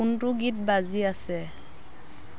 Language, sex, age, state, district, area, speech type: Assamese, female, 45-60, Assam, Dhemaji, urban, read